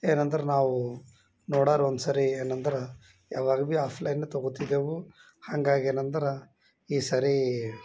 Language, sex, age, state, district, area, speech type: Kannada, male, 30-45, Karnataka, Bidar, urban, spontaneous